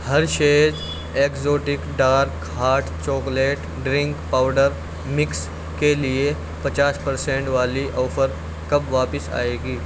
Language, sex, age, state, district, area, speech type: Urdu, male, 18-30, Delhi, Central Delhi, urban, read